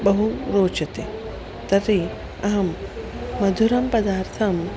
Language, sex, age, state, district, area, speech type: Sanskrit, female, 45-60, Maharashtra, Nagpur, urban, spontaneous